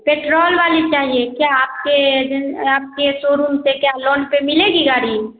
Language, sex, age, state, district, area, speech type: Hindi, female, 30-45, Bihar, Samastipur, rural, conversation